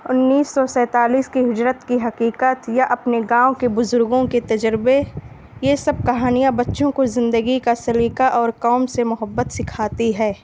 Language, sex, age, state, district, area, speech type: Urdu, female, 18-30, Uttar Pradesh, Balrampur, rural, spontaneous